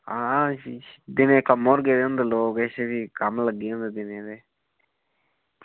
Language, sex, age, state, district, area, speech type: Dogri, male, 18-30, Jammu and Kashmir, Reasi, rural, conversation